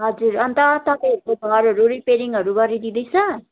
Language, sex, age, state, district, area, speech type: Nepali, female, 30-45, West Bengal, Jalpaiguri, urban, conversation